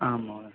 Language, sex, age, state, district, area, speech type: Sanskrit, male, 18-30, Telangana, Medchal, rural, conversation